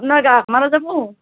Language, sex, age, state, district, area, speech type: Assamese, female, 30-45, Assam, Nalbari, rural, conversation